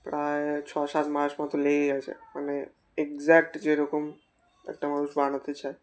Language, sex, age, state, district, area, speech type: Bengali, male, 18-30, West Bengal, Darjeeling, urban, spontaneous